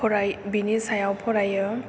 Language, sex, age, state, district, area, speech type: Bodo, female, 18-30, Assam, Chirang, urban, spontaneous